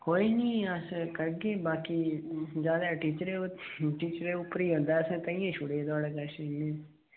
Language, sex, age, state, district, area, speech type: Dogri, male, 18-30, Jammu and Kashmir, Udhampur, rural, conversation